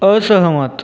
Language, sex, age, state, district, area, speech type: Marathi, male, 18-30, Maharashtra, Buldhana, rural, read